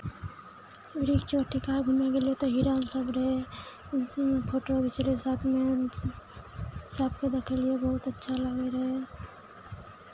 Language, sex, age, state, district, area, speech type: Maithili, female, 18-30, Bihar, Araria, urban, spontaneous